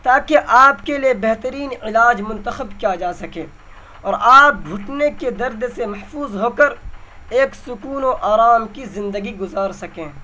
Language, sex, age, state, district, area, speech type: Urdu, male, 18-30, Bihar, Purnia, rural, spontaneous